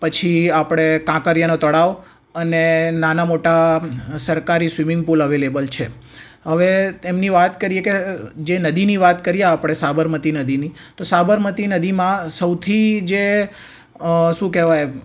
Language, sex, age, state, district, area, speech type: Gujarati, male, 18-30, Gujarat, Ahmedabad, urban, spontaneous